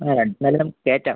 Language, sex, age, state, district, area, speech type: Malayalam, male, 18-30, Kerala, Palakkad, rural, conversation